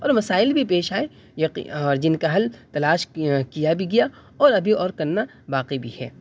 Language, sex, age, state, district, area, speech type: Urdu, male, 18-30, Delhi, North West Delhi, urban, spontaneous